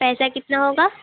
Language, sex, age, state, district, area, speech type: Hindi, female, 18-30, Uttar Pradesh, Bhadohi, urban, conversation